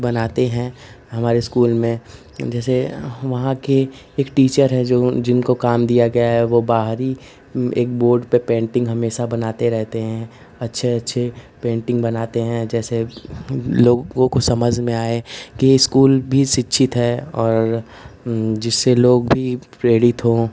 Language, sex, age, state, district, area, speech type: Hindi, male, 18-30, Uttar Pradesh, Ghazipur, urban, spontaneous